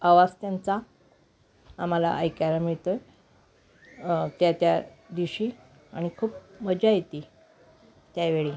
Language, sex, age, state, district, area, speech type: Marathi, female, 45-60, Maharashtra, Sangli, urban, spontaneous